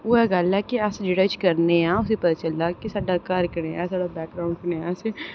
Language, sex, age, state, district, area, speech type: Dogri, female, 18-30, Jammu and Kashmir, Reasi, urban, spontaneous